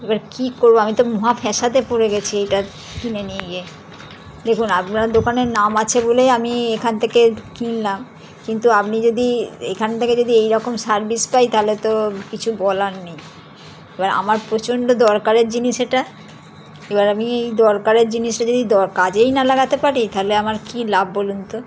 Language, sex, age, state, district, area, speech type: Bengali, female, 60+, West Bengal, Howrah, urban, spontaneous